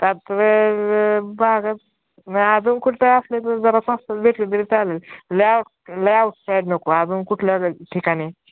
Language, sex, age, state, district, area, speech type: Marathi, male, 18-30, Maharashtra, Osmanabad, rural, conversation